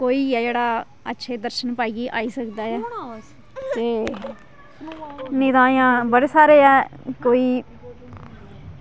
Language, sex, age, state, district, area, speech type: Dogri, female, 30-45, Jammu and Kashmir, Kathua, rural, spontaneous